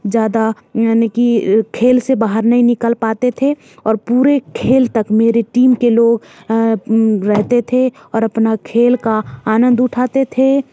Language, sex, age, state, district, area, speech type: Hindi, female, 30-45, Madhya Pradesh, Bhopal, rural, spontaneous